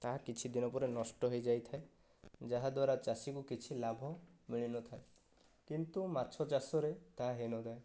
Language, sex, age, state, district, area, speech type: Odia, male, 30-45, Odisha, Kandhamal, rural, spontaneous